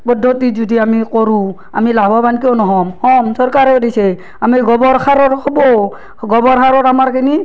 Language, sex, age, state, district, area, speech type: Assamese, female, 30-45, Assam, Barpeta, rural, spontaneous